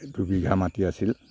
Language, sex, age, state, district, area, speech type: Assamese, male, 60+, Assam, Kamrup Metropolitan, urban, spontaneous